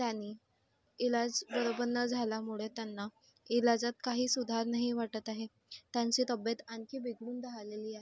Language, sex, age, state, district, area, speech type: Marathi, female, 18-30, Maharashtra, Nagpur, urban, spontaneous